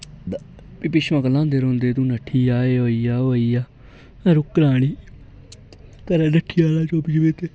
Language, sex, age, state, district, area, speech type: Dogri, male, 18-30, Jammu and Kashmir, Reasi, rural, spontaneous